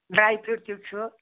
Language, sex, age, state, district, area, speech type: Kashmiri, female, 60+, Jammu and Kashmir, Anantnag, rural, conversation